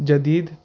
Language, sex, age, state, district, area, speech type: Urdu, male, 18-30, Delhi, North East Delhi, urban, spontaneous